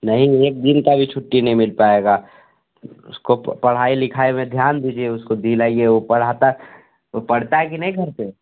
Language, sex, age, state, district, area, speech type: Hindi, male, 60+, Uttar Pradesh, Sonbhadra, rural, conversation